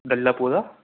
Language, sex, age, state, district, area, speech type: Urdu, male, 18-30, Uttar Pradesh, Balrampur, rural, conversation